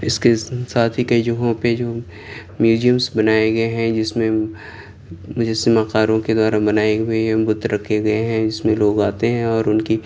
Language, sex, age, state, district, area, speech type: Urdu, male, 30-45, Delhi, South Delhi, urban, spontaneous